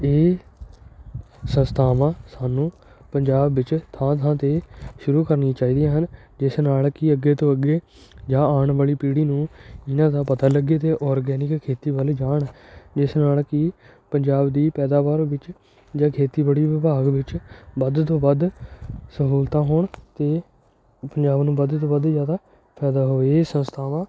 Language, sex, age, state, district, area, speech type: Punjabi, male, 18-30, Punjab, Shaheed Bhagat Singh Nagar, urban, spontaneous